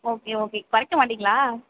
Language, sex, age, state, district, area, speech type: Tamil, female, 18-30, Tamil Nadu, Sivaganga, rural, conversation